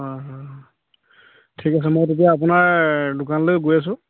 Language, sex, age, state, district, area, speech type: Assamese, male, 30-45, Assam, Charaideo, rural, conversation